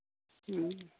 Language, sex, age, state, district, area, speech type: Santali, male, 18-30, Jharkhand, Pakur, rural, conversation